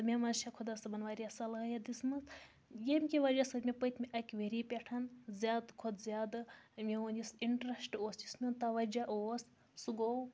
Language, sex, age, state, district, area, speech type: Kashmiri, female, 30-45, Jammu and Kashmir, Budgam, rural, spontaneous